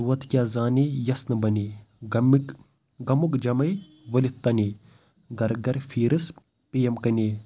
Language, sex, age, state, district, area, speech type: Kashmiri, male, 18-30, Jammu and Kashmir, Kulgam, rural, spontaneous